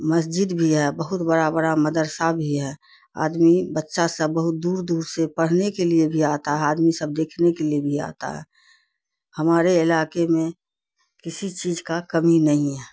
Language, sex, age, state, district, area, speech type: Urdu, female, 60+, Bihar, Khagaria, rural, spontaneous